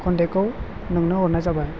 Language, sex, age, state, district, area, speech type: Bodo, male, 30-45, Assam, Chirang, rural, spontaneous